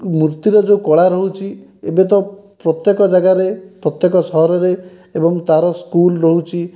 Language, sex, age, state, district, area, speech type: Odia, male, 18-30, Odisha, Dhenkanal, rural, spontaneous